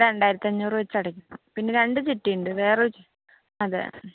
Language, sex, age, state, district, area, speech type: Malayalam, female, 30-45, Kerala, Kozhikode, urban, conversation